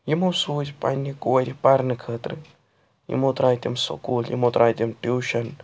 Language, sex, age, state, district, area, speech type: Kashmiri, male, 45-60, Jammu and Kashmir, Srinagar, urban, spontaneous